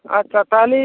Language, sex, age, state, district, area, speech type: Bengali, male, 60+, West Bengal, North 24 Parganas, rural, conversation